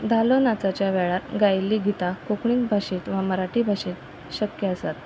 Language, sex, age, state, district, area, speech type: Goan Konkani, female, 30-45, Goa, Quepem, rural, spontaneous